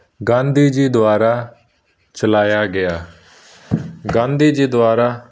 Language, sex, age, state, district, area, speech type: Punjabi, male, 18-30, Punjab, Fazilka, rural, spontaneous